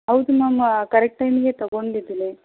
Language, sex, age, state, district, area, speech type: Kannada, female, 30-45, Karnataka, Davanagere, rural, conversation